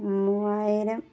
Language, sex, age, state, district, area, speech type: Malayalam, female, 45-60, Kerala, Alappuzha, rural, spontaneous